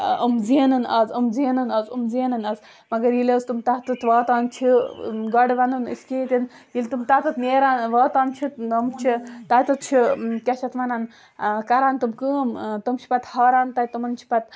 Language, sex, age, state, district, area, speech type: Kashmiri, female, 30-45, Jammu and Kashmir, Baramulla, urban, spontaneous